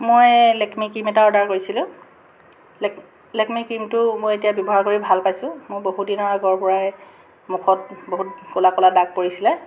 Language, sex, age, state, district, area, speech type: Assamese, female, 45-60, Assam, Jorhat, urban, spontaneous